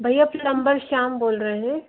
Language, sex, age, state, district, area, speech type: Hindi, female, 60+, Madhya Pradesh, Bhopal, urban, conversation